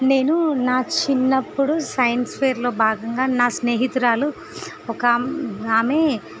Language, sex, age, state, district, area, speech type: Telugu, female, 30-45, Andhra Pradesh, Visakhapatnam, urban, spontaneous